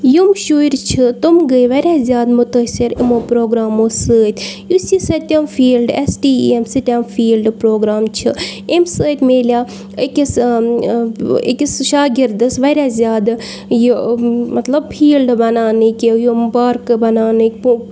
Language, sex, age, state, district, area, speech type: Kashmiri, female, 30-45, Jammu and Kashmir, Bandipora, rural, spontaneous